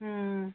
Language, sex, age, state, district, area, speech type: Manipuri, female, 45-60, Manipur, Imphal East, rural, conversation